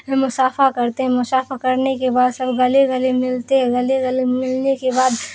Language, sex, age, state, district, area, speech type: Urdu, female, 18-30, Bihar, Supaul, urban, spontaneous